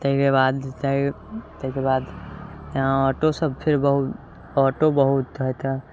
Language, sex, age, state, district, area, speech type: Maithili, male, 18-30, Bihar, Muzaffarpur, rural, spontaneous